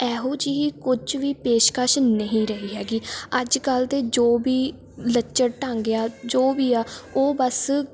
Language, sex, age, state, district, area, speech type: Punjabi, female, 18-30, Punjab, Shaheed Bhagat Singh Nagar, rural, spontaneous